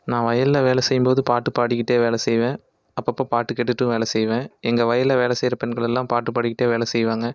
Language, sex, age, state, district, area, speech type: Tamil, male, 30-45, Tamil Nadu, Erode, rural, spontaneous